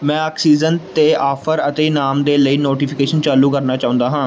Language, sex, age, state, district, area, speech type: Punjabi, male, 18-30, Punjab, Gurdaspur, urban, read